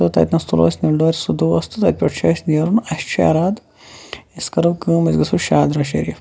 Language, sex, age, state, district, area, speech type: Kashmiri, male, 18-30, Jammu and Kashmir, Shopian, urban, spontaneous